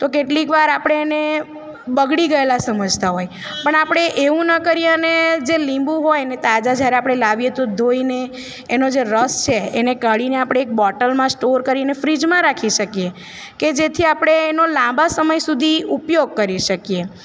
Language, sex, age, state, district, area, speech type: Gujarati, female, 30-45, Gujarat, Narmada, rural, spontaneous